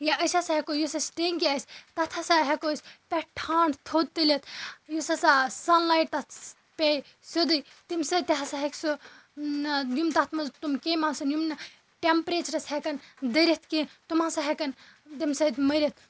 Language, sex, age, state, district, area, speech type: Kashmiri, female, 18-30, Jammu and Kashmir, Baramulla, urban, spontaneous